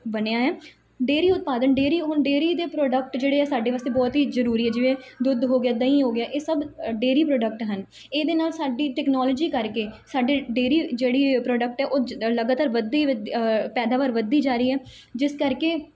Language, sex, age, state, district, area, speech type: Punjabi, female, 18-30, Punjab, Mansa, urban, spontaneous